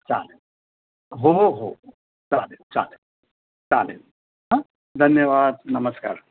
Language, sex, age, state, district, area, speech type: Marathi, male, 60+, Maharashtra, Mumbai Suburban, urban, conversation